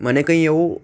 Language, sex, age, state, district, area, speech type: Gujarati, male, 18-30, Gujarat, Ahmedabad, urban, spontaneous